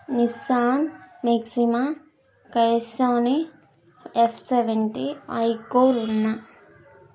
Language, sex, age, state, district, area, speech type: Telugu, female, 18-30, Andhra Pradesh, Krishna, rural, spontaneous